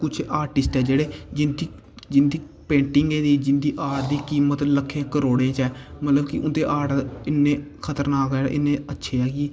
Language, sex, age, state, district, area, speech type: Dogri, male, 18-30, Jammu and Kashmir, Kathua, rural, spontaneous